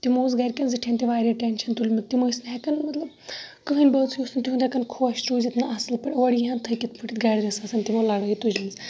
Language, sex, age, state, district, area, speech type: Kashmiri, female, 30-45, Jammu and Kashmir, Shopian, rural, spontaneous